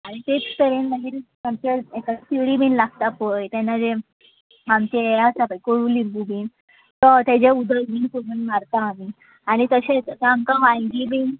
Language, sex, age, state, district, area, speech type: Goan Konkani, female, 18-30, Goa, Tiswadi, rural, conversation